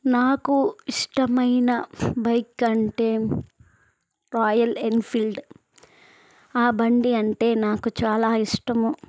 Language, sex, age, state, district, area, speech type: Telugu, female, 18-30, Andhra Pradesh, Chittoor, rural, spontaneous